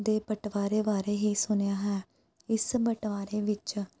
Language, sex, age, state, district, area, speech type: Punjabi, female, 30-45, Punjab, Shaheed Bhagat Singh Nagar, rural, spontaneous